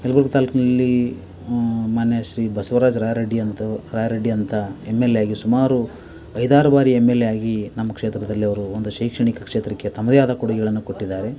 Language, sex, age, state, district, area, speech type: Kannada, male, 30-45, Karnataka, Koppal, rural, spontaneous